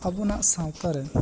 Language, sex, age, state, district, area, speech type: Santali, male, 18-30, West Bengal, Bankura, rural, spontaneous